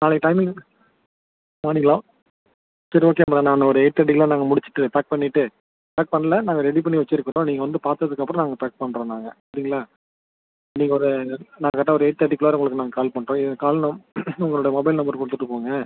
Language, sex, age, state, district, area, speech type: Tamil, male, 30-45, Tamil Nadu, Tiruvarur, rural, conversation